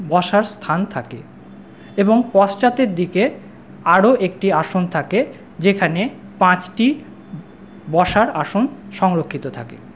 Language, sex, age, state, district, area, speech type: Bengali, male, 30-45, West Bengal, Paschim Bardhaman, urban, spontaneous